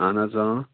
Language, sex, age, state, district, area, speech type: Kashmiri, male, 18-30, Jammu and Kashmir, Pulwama, rural, conversation